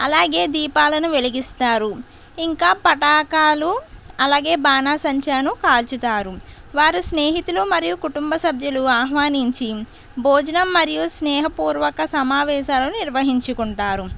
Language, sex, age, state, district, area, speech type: Telugu, female, 45-60, Andhra Pradesh, East Godavari, urban, spontaneous